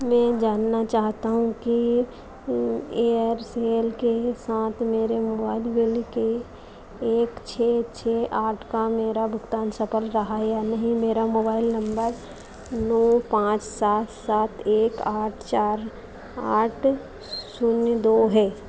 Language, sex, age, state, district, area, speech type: Hindi, female, 45-60, Madhya Pradesh, Harda, urban, read